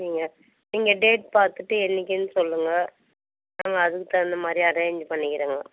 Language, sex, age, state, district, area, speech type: Tamil, female, 60+, Tamil Nadu, Vellore, rural, conversation